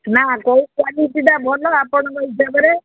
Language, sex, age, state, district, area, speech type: Odia, female, 60+, Odisha, Gajapati, rural, conversation